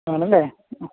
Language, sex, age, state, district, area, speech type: Malayalam, male, 30-45, Kerala, Ernakulam, rural, conversation